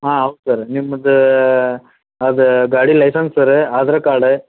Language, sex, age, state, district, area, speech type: Kannada, male, 45-60, Karnataka, Dharwad, rural, conversation